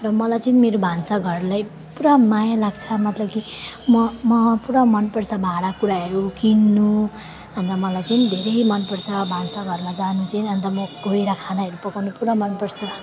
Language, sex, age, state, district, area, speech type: Nepali, female, 18-30, West Bengal, Alipurduar, urban, spontaneous